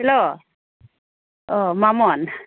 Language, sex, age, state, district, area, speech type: Bodo, female, 45-60, Assam, Baksa, rural, conversation